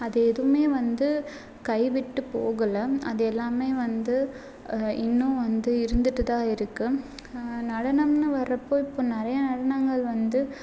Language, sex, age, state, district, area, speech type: Tamil, female, 18-30, Tamil Nadu, Salem, urban, spontaneous